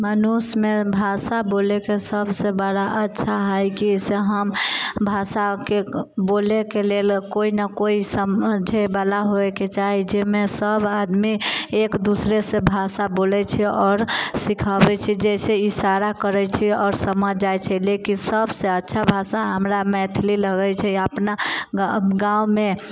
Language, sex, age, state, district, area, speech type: Maithili, female, 18-30, Bihar, Sitamarhi, rural, spontaneous